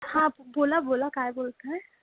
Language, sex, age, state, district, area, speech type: Marathi, female, 18-30, Maharashtra, Mumbai Suburban, urban, conversation